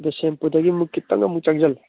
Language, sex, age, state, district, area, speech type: Manipuri, male, 45-60, Manipur, Kangpokpi, urban, conversation